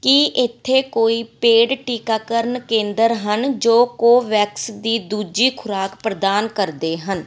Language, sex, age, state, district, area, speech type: Punjabi, female, 30-45, Punjab, Mansa, urban, read